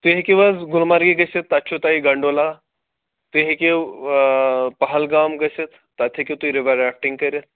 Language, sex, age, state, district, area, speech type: Kashmiri, male, 30-45, Jammu and Kashmir, Srinagar, urban, conversation